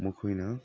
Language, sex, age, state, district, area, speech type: Manipuri, male, 18-30, Manipur, Senapati, rural, spontaneous